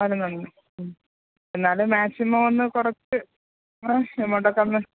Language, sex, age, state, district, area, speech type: Malayalam, female, 45-60, Kerala, Thiruvananthapuram, urban, conversation